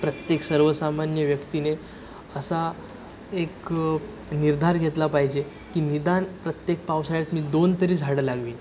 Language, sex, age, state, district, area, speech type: Marathi, male, 18-30, Maharashtra, Sindhudurg, rural, spontaneous